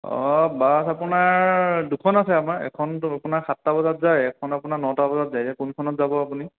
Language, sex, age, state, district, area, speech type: Assamese, male, 18-30, Assam, Sonitpur, rural, conversation